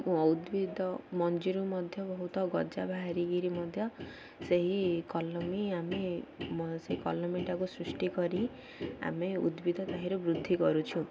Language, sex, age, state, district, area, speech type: Odia, female, 18-30, Odisha, Ganjam, urban, spontaneous